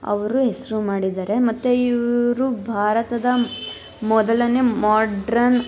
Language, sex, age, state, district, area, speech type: Kannada, female, 18-30, Karnataka, Tumkur, rural, spontaneous